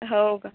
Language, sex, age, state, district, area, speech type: Marathi, female, 18-30, Maharashtra, Washim, rural, conversation